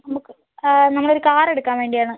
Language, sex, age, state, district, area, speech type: Malayalam, other, 30-45, Kerala, Kozhikode, urban, conversation